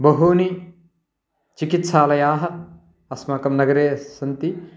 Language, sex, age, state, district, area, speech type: Sanskrit, male, 60+, Telangana, Karimnagar, urban, spontaneous